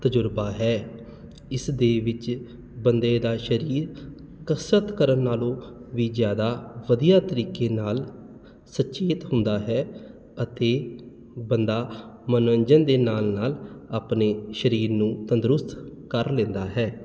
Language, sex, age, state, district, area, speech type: Punjabi, male, 30-45, Punjab, Jalandhar, urban, spontaneous